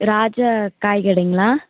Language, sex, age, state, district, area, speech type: Tamil, female, 18-30, Tamil Nadu, Kallakurichi, urban, conversation